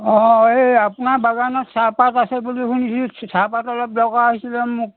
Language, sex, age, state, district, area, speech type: Assamese, male, 60+, Assam, Dhemaji, rural, conversation